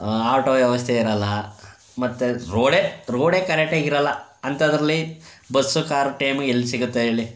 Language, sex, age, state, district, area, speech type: Kannada, male, 18-30, Karnataka, Chamarajanagar, rural, spontaneous